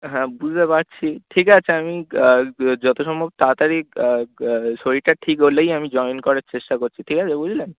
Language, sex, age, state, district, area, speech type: Bengali, male, 18-30, West Bengal, Dakshin Dinajpur, urban, conversation